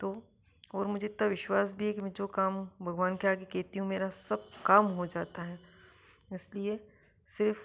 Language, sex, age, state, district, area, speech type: Hindi, female, 30-45, Madhya Pradesh, Ujjain, urban, spontaneous